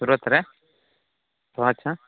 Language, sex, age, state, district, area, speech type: Odia, male, 45-60, Odisha, Nuapada, urban, conversation